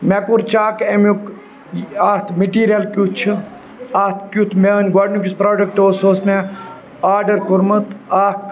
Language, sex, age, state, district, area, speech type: Kashmiri, male, 18-30, Jammu and Kashmir, Budgam, rural, spontaneous